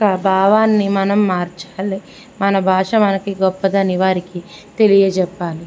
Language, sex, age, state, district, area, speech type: Telugu, female, 18-30, Andhra Pradesh, Konaseema, rural, spontaneous